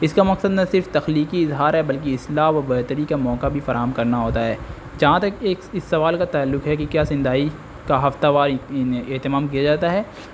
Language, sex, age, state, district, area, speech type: Urdu, male, 18-30, Uttar Pradesh, Azamgarh, rural, spontaneous